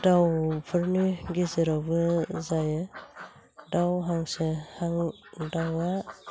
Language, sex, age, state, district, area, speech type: Bodo, female, 45-60, Assam, Chirang, rural, spontaneous